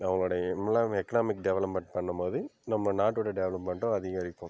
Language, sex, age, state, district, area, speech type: Tamil, male, 18-30, Tamil Nadu, Viluppuram, urban, spontaneous